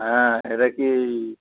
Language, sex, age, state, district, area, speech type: Bengali, male, 45-60, West Bengal, Dakshin Dinajpur, rural, conversation